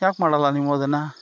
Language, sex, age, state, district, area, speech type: Kannada, male, 60+, Karnataka, Shimoga, rural, spontaneous